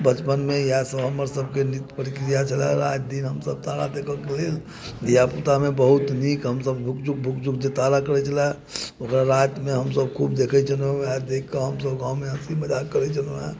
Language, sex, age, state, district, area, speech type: Maithili, male, 45-60, Bihar, Muzaffarpur, rural, spontaneous